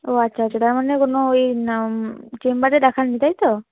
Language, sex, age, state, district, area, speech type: Bengali, female, 18-30, West Bengal, Cooch Behar, urban, conversation